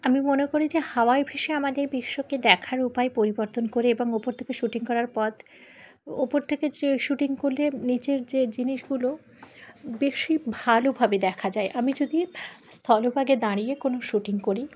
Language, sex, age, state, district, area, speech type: Bengali, female, 18-30, West Bengal, Dakshin Dinajpur, urban, spontaneous